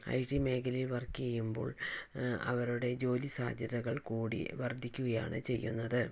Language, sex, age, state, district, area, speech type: Malayalam, female, 60+, Kerala, Palakkad, rural, spontaneous